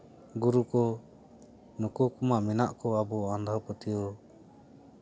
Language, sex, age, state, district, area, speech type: Santali, male, 30-45, West Bengal, Paschim Bardhaman, urban, spontaneous